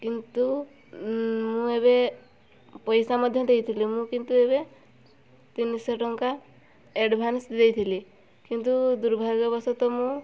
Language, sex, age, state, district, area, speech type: Odia, female, 18-30, Odisha, Mayurbhanj, rural, spontaneous